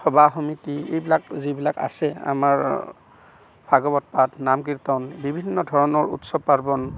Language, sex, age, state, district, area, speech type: Assamese, male, 45-60, Assam, Barpeta, rural, spontaneous